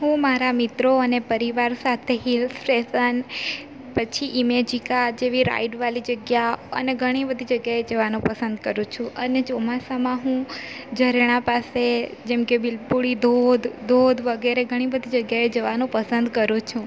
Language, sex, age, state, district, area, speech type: Gujarati, female, 18-30, Gujarat, Valsad, rural, spontaneous